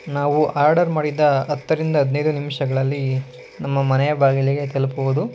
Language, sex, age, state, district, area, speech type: Kannada, male, 45-60, Karnataka, Tumkur, urban, spontaneous